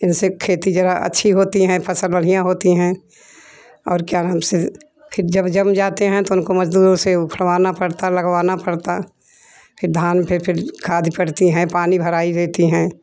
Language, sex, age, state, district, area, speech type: Hindi, female, 60+, Uttar Pradesh, Jaunpur, urban, spontaneous